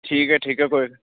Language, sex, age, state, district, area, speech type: Dogri, male, 30-45, Jammu and Kashmir, Udhampur, urban, conversation